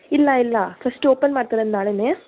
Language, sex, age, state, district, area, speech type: Kannada, female, 45-60, Karnataka, Davanagere, urban, conversation